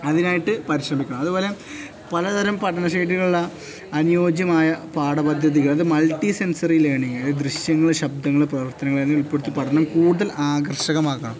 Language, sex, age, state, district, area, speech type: Malayalam, male, 18-30, Kerala, Kozhikode, rural, spontaneous